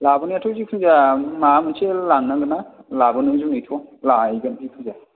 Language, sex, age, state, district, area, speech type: Bodo, male, 18-30, Assam, Kokrajhar, rural, conversation